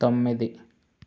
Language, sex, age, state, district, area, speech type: Telugu, male, 18-30, Telangana, Mancherial, rural, read